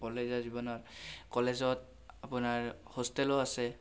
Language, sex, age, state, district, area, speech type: Assamese, male, 18-30, Assam, Barpeta, rural, spontaneous